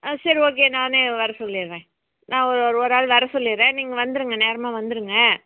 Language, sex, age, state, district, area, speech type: Tamil, female, 30-45, Tamil Nadu, Namakkal, rural, conversation